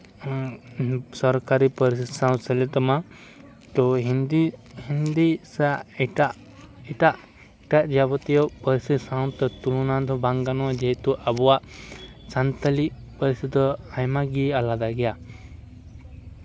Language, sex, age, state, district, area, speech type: Santali, male, 18-30, West Bengal, Purba Bardhaman, rural, spontaneous